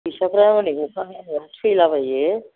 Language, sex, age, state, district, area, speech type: Bodo, female, 60+, Assam, Kokrajhar, rural, conversation